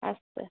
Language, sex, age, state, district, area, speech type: Sanskrit, female, 18-30, Odisha, Cuttack, rural, conversation